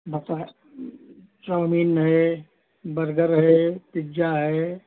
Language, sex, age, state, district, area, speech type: Hindi, male, 60+, Uttar Pradesh, Hardoi, rural, conversation